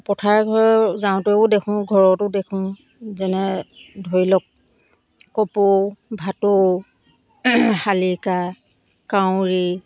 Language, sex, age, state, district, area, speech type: Assamese, female, 60+, Assam, Dhemaji, rural, spontaneous